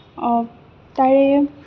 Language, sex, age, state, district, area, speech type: Assamese, female, 18-30, Assam, Kamrup Metropolitan, urban, spontaneous